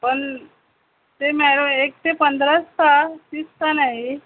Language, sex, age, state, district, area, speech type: Marathi, female, 45-60, Maharashtra, Thane, urban, conversation